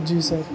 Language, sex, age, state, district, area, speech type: Urdu, male, 30-45, Delhi, North East Delhi, urban, spontaneous